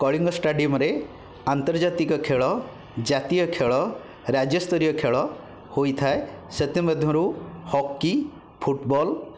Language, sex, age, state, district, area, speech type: Odia, male, 60+, Odisha, Khordha, rural, spontaneous